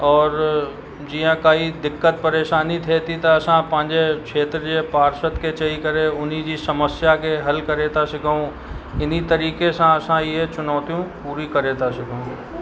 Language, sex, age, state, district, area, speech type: Sindhi, male, 45-60, Uttar Pradesh, Lucknow, rural, spontaneous